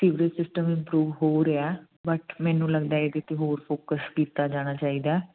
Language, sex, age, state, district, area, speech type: Punjabi, female, 45-60, Punjab, Fazilka, rural, conversation